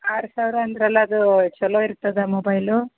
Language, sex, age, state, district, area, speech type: Kannada, female, 45-60, Karnataka, Uttara Kannada, rural, conversation